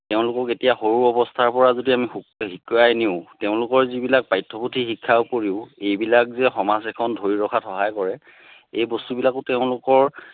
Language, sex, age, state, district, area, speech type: Assamese, male, 30-45, Assam, Majuli, urban, conversation